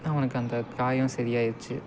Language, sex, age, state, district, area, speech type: Tamil, male, 18-30, Tamil Nadu, Tiruppur, rural, spontaneous